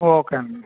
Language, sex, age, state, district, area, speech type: Telugu, male, 45-60, Andhra Pradesh, Visakhapatnam, rural, conversation